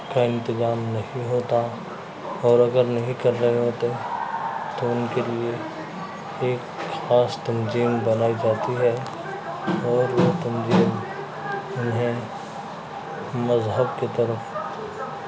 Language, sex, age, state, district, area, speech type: Urdu, male, 45-60, Uttar Pradesh, Muzaffarnagar, urban, spontaneous